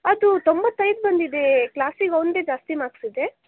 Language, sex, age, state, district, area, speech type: Kannada, female, 18-30, Karnataka, Shimoga, urban, conversation